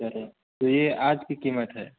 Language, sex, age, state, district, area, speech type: Urdu, male, 18-30, Delhi, North West Delhi, urban, conversation